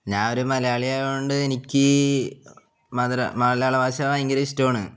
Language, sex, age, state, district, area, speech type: Malayalam, male, 18-30, Kerala, Palakkad, rural, spontaneous